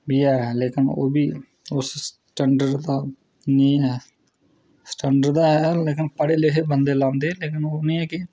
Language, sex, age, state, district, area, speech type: Dogri, male, 30-45, Jammu and Kashmir, Udhampur, rural, spontaneous